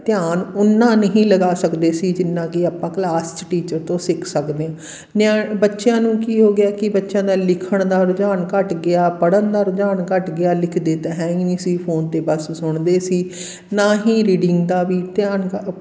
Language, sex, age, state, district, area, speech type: Punjabi, female, 45-60, Punjab, Fatehgarh Sahib, rural, spontaneous